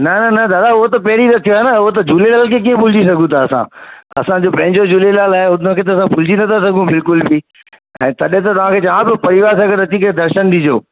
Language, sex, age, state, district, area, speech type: Sindhi, male, 45-60, Maharashtra, Mumbai Suburban, urban, conversation